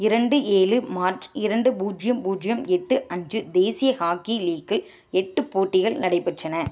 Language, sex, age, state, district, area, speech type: Tamil, female, 18-30, Tamil Nadu, Kanchipuram, urban, read